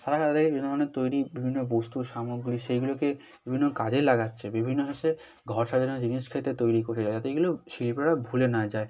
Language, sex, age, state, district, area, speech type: Bengali, male, 18-30, West Bengal, South 24 Parganas, rural, spontaneous